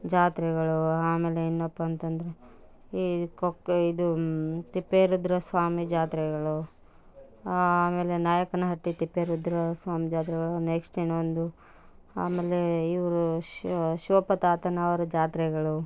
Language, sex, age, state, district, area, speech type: Kannada, female, 30-45, Karnataka, Bellary, rural, spontaneous